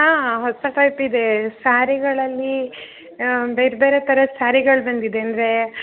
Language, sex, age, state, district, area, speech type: Kannada, female, 30-45, Karnataka, Uttara Kannada, rural, conversation